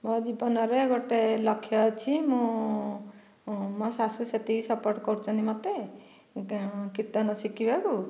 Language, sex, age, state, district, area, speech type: Odia, female, 45-60, Odisha, Dhenkanal, rural, spontaneous